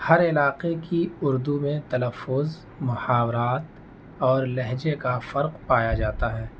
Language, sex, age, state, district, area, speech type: Urdu, male, 18-30, Delhi, North East Delhi, rural, spontaneous